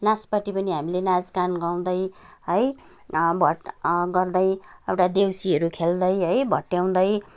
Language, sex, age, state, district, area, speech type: Nepali, female, 45-60, West Bengal, Kalimpong, rural, spontaneous